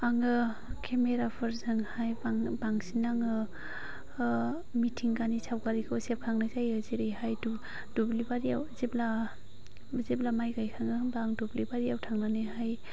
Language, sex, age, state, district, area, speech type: Bodo, female, 45-60, Assam, Chirang, urban, spontaneous